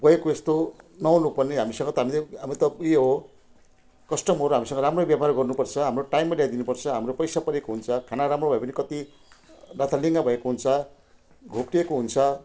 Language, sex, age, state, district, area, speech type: Nepali, female, 60+, West Bengal, Jalpaiguri, rural, spontaneous